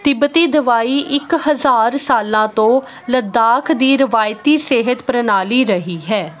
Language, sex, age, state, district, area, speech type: Punjabi, female, 30-45, Punjab, Kapurthala, urban, read